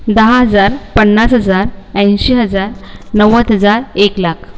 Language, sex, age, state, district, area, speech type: Marathi, female, 30-45, Maharashtra, Buldhana, urban, spontaneous